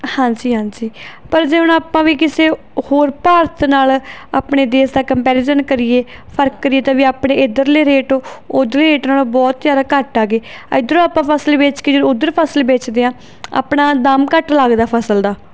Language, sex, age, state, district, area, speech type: Punjabi, female, 18-30, Punjab, Barnala, urban, spontaneous